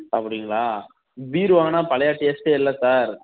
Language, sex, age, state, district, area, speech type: Tamil, male, 18-30, Tamil Nadu, Krishnagiri, rural, conversation